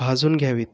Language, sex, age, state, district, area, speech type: Marathi, male, 18-30, Maharashtra, Buldhana, rural, spontaneous